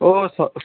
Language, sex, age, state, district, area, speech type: Bengali, male, 60+, West Bengal, Jhargram, rural, conversation